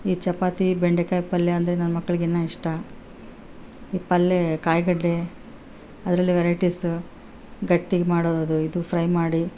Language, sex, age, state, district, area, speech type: Kannada, female, 45-60, Karnataka, Bellary, rural, spontaneous